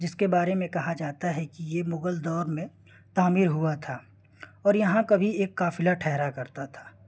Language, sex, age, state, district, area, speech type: Urdu, male, 18-30, Delhi, New Delhi, rural, spontaneous